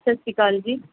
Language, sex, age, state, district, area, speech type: Punjabi, female, 18-30, Punjab, Pathankot, rural, conversation